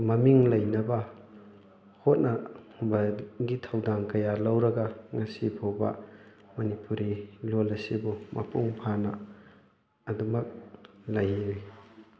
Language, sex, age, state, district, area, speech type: Manipuri, male, 18-30, Manipur, Thoubal, rural, spontaneous